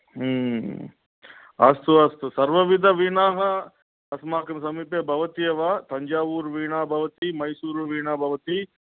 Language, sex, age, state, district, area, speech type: Sanskrit, male, 45-60, Andhra Pradesh, Guntur, urban, conversation